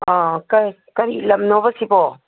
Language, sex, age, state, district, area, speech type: Manipuri, female, 60+, Manipur, Kangpokpi, urban, conversation